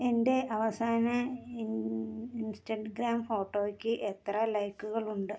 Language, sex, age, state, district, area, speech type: Malayalam, female, 45-60, Kerala, Alappuzha, rural, read